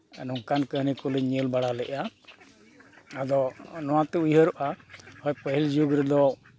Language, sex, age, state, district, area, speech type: Santali, male, 60+, Jharkhand, East Singhbhum, rural, spontaneous